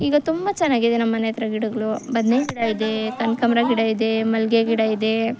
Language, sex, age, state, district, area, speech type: Kannada, female, 18-30, Karnataka, Kolar, rural, spontaneous